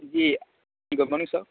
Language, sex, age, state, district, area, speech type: Urdu, male, 30-45, Uttar Pradesh, Muzaffarnagar, urban, conversation